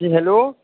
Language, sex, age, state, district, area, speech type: Urdu, male, 30-45, Uttar Pradesh, Rampur, urban, conversation